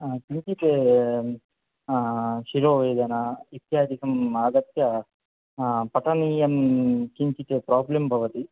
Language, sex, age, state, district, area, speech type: Sanskrit, male, 18-30, Karnataka, Dakshina Kannada, rural, conversation